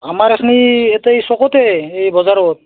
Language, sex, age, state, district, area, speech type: Assamese, male, 30-45, Assam, Barpeta, rural, conversation